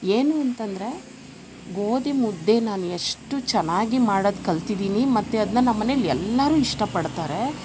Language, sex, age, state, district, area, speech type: Kannada, female, 30-45, Karnataka, Koppal, rural, spontaneous